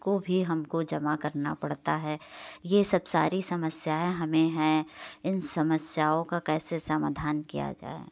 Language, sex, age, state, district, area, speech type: Hindi, female, 30-45, Uttar Pradesh, Prayagraj, urban, spontaneous